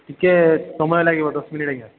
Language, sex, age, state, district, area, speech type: Odia, male, 18-30, Odisha, Sambalpur, rural, conversation